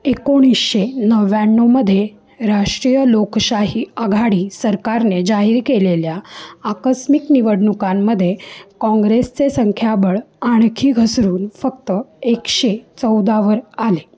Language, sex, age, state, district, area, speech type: Marathi, female, 18-30, Maharashtra, Sangli, urban, read